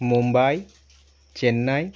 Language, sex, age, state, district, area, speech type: Bengali, male, 18-30, West Bengal, Birbhum, urban, spontaneous